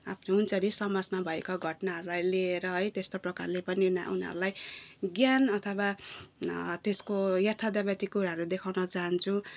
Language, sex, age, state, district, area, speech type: Nepali, female, 30-45, West Bengal, Jalpaiguri, urban, spontaneous